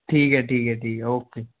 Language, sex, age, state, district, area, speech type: Hindi, male, 30-45, Madhya Pradesh, Gwalior, urban, conversation